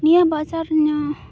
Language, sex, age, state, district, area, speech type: Santali, female, 18-30, West Bengal, Purulia, rural, spontaneous